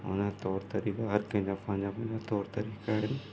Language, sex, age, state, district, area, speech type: Sindhi, male, 30-45, Gujarat, Surat, urban, spontaneous